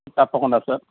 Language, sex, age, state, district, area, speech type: Telugu, male, 30-45, Andhra Pradesh, Nellore, urban, conversation